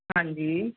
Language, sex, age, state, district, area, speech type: Punjabi, female, 45-60, Punjab, Gurdaspur, rural, conversation